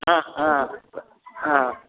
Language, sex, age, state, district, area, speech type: Odia, male, 60+, Odisha, Gajapati, rural, conversation